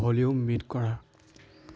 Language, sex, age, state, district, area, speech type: Assamese, male, 45-60, Assam, Darrang, rural, read